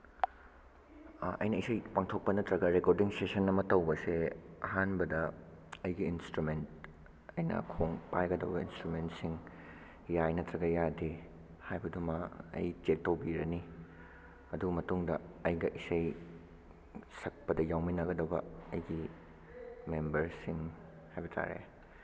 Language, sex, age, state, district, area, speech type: Manipuri, male, 18-30, Manipur, Bishnupur, rural, spontaneous